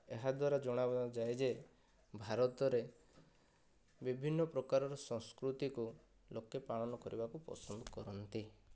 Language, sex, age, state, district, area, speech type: Odia, male, 30-45, Odisha, Kandhamal, rural, spontaneous